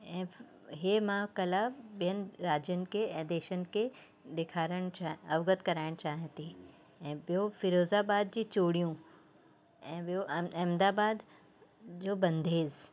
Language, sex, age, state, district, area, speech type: Sindhi, female, 30-45, Uttar Pradesh, Lucknow, urban, spontaneous